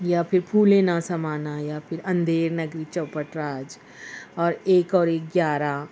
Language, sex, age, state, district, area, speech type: Urdu, female, 30-45, Maharashtra, Nashik, urban, spontaneous